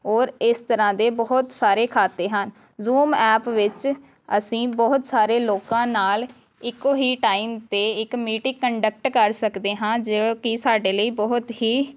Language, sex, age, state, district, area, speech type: Punjabi, female, 18-30, Punjab, Amritsar, urban, spontaneous